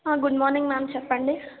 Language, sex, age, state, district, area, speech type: Telugu, female, 18-30, Telangana, Mahbubnagar, urban, conversation